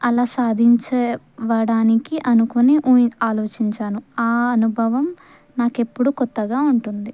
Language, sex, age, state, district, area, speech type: Telugu, female, 18-30, Telangana, Sangareddy, rural, spontaneous